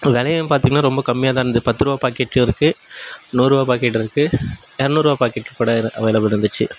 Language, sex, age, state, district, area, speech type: Tamil, male, 18-30, Tamil Nadu, Nagapattinam, urban, spontaneous